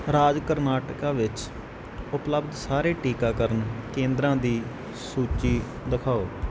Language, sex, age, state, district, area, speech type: Punjabi, male, 18-30, Punjab, Mansa, rural, read